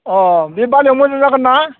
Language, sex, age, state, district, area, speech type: Bodo, male, 60+, Assam, Udalguri, rural, conversation